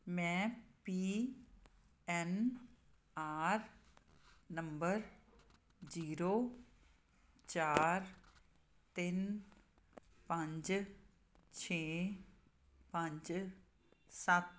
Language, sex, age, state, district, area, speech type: Punjabi, female, 30-45, Punjab, Fazilka, rural, read